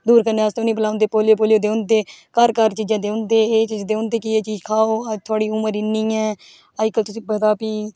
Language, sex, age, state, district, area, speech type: Dogri, female, 18-30, Jammu and Kashmir, Udhampur, rural, spontaneous